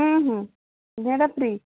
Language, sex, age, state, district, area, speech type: Odia, female, 18-30, Odisha, Bhadrak, rural, conversation